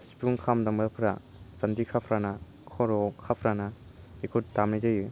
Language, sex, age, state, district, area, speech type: Bodo, male, 18-30, Assam, Baksa, rural, spontaneous